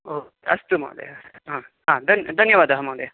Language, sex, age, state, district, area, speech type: Sanskrit, male, 45-60, Karnataka, Bangalore Urban, urban, conversation